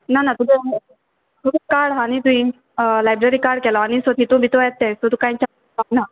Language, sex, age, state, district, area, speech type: Goan Konkani, female, 18-30, Goa, Salcete, rural, conversation